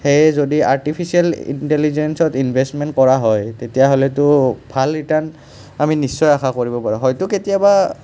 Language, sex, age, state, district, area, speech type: Assamese, male, 30-45, Assam, Nalbari, urban, spontaneous